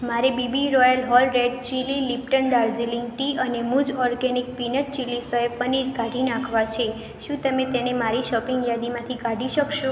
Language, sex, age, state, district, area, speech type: Gujarati, female, 18-30, Gujarat, Mehsana, rural, read